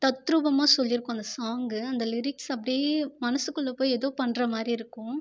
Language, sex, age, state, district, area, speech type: Tamil, female, 18-30, Tamil Nadu, Viluppuram, urban, spontaneous